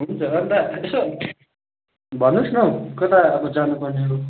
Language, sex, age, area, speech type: Nepali, male, 18-30, rural, conversation